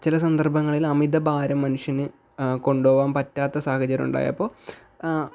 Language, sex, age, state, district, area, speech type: Malayalam, male, 18-30, Kerala, Kasaragod, rural, spontaneous